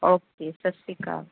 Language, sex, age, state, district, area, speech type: Punjabi, female, 30-45, Punjab, Mansa, urban, conversation